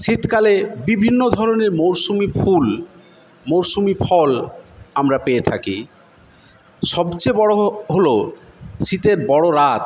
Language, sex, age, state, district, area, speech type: Bengali, male, 45-60, West Bengal, Paschim Medinipur, rural, spontaneous